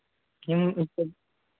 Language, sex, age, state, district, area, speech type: Hindi, male, 18-30, Madhya Pradesh, Harda, urban, conversation